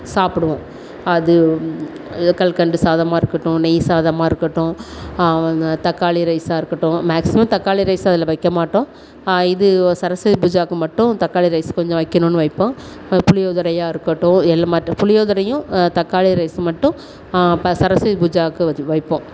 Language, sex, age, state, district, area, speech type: Tamil, female, 30-45, Tamil Nadu, Thoothukudi, urban, spontaneous